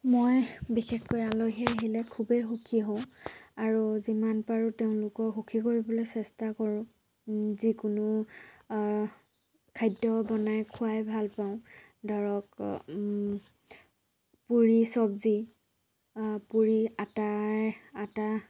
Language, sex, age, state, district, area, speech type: Assamese, female, 45-60, Assam, Dhemaji, rural, spontaneous